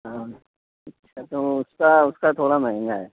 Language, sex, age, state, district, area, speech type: Urdu, male, 30-45, Uttar Pradesh, Lucknow, urban, conversation